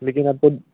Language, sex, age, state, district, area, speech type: Hindi, male, 18-30, Bihar, Samastipur, rural, conversation